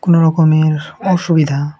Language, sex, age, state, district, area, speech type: Bengali, male, 18-30, West Bengal, Murshidabad, urban, spontaneous